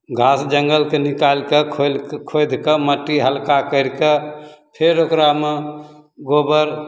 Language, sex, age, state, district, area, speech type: Maithili, male, 60+, Bihar, Begusarai, urban, spontaneous